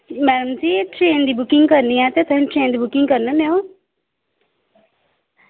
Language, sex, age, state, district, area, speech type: Dogri, female, 18-30, Jammu and Kashmir, Samba, rural, conversation